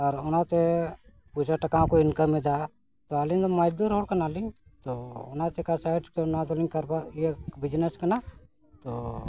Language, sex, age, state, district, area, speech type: Santali, male, 45-60, Jharkhand, Bokaro, rural, spontaneous